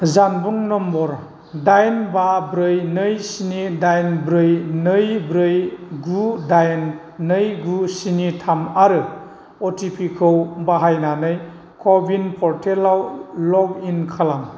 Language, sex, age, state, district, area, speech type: Bodo, male, 45-60, Assam, Chirang, rural, read